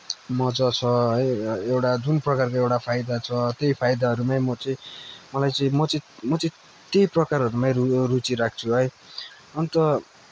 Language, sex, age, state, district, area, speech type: Nepali, male, 18-30, West Bengal, Kalimpong, rural, spontaneous